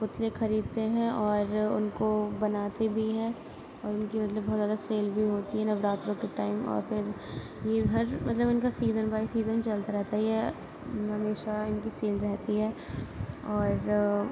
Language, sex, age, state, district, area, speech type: Urdu, female, 18-30, Uttar Pradesh, Gautam Buddha Nagar, urban, spontaneous